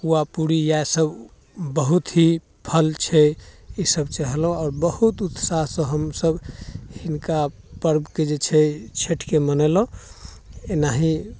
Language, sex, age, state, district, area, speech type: Maithili, male, 30-45, Bihar, Muzaffarpur, rural, spontaneous